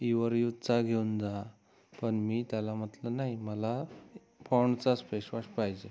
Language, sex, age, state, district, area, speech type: Marathi, male, 18-30, Maharashtra, Amravati, urban, spontaneous